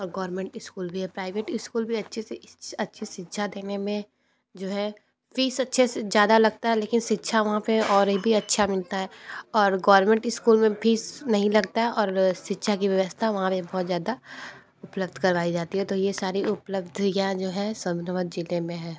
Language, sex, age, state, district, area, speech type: Hindi, female, 18-30, Uttar Pradesh, Sonbhadra, rural, spontaneous